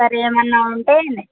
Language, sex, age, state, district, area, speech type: Telugu, female, 18-30, Andhra Pradesh, Bapatla, urban, conversation